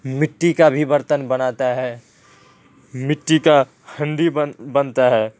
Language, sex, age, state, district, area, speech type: Urdu, male, 30-45, Uttar Pradesh, Ghaziabad, rural, spontaneous